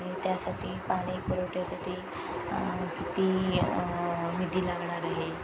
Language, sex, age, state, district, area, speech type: Marathi, female, 30-45, Maharashtra, Ratnagiri, rural, spontaneous